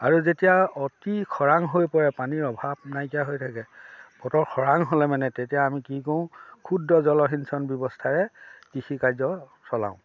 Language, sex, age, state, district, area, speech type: Assamese, male, 60+, Assam, Dhemaji, rural, spontaneous